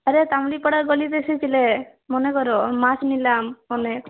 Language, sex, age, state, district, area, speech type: Bengali, female, 18-30, West Bengal, Purulia, urban, conversation